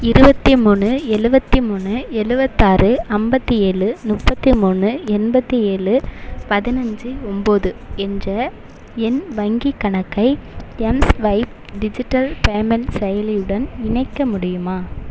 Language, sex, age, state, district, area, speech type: Tamil, female, 18-30, Tamil Nadu, Mayiladuthurai, urban, read